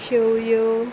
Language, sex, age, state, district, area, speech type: Goan Konkani, female, 18-30, Goa, Murmgao, urban, spontaneous